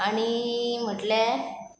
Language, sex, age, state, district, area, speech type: Goan Konkani, female, 18-30, Goa, Pernem, rural, spontaneous